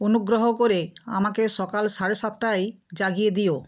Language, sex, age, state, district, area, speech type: Bengali, female, 60+, West Bengal, South 24 Parganas, rural, read